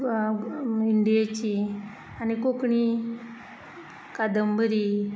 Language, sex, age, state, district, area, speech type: Goan Konkani, female, 45-60, Goa, Bardez, urban, spontaneous